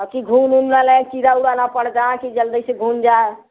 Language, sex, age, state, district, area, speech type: Hindi, female, 60+, Uttar Pradesh, Chandauli, rural, conversation